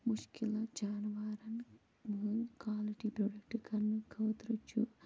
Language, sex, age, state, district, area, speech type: Kashmiri, female, 45-60, Jammu and Kashmir, Kulgam, rural, spontaneous